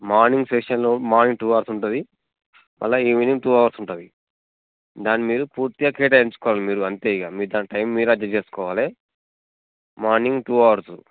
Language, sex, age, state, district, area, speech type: Telugu, male, 30-45, Telangana, Jangaon, rural, conversation